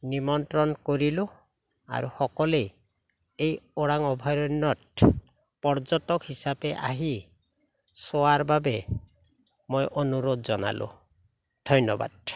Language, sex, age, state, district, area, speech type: Assamese, male, 60+, Assam, Udalguri, rural, spontaneous